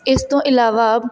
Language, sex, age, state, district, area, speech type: Punjabi, female, 18-30, Punjab, Tarn Taran, rural, spontaneous